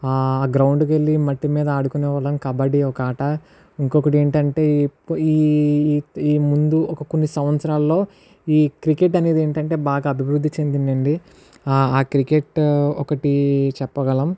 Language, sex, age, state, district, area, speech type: Telugu, male, 45-60, Andhra Pradesh, Kakinada, rural, spontaneous